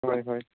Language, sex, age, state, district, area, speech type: Assamese, male, 18-30, Assam, Sonitpur, rural, conversation